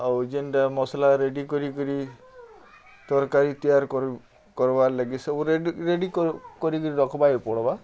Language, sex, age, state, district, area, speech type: Odia, male, 45-60, Odisha, Bargarh, rural, spontaneous